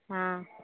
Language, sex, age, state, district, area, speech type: Odia, female, 45-60, Odisha, Angul, rural, conversation